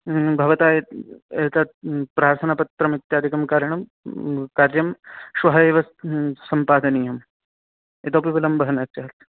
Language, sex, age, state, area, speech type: Sanskrit, male, 18-30, Haryana, urban, conversation